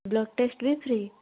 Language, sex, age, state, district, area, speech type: Odia, female, 18-30, Odisha, Koraput, urban, conversation